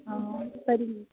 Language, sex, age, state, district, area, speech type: Tamil, female, 18-30, Tamil Nadu, Nilgiris, rural, conversation